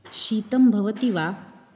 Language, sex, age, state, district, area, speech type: Sanskrit, female, 30-45, Maharashtra, Nagpur, urban, read